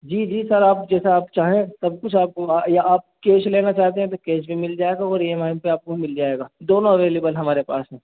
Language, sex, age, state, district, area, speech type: Urdu, male, 18-30, Uttar Pradesh, Saharanpur, urban, conversation